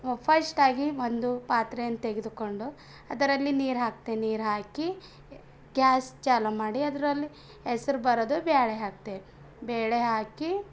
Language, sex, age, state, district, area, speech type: Kannada, female, 18-30, Karnataka, Bidar, urban, spontaneous